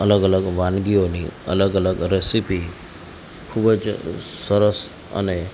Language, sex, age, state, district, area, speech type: Gujarati, male, 45-60, Gujarat, Ahmedabad, urban, spontaneous